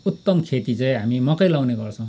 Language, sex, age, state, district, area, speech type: Nepali, male, 45-60, West Bengal, Kalimpong, rural, spontaneous